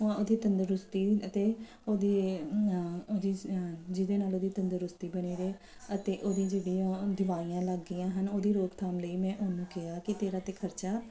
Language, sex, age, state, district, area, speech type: Punjabi, female, 45-60, Punjab, Kapurthala, urban, spontaneous